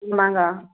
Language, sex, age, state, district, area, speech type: Tamil, female, 60+, Tamil Nadu, Erode, rural, conversation